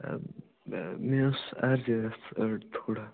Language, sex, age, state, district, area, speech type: Kashmiri, male, 18-30, Jammu and Kashmir, Budgam, rural, conversation